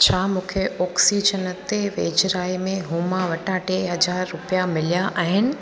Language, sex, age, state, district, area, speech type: Sindhi, female, 30-45, Gujarat, Junagadh, urban, read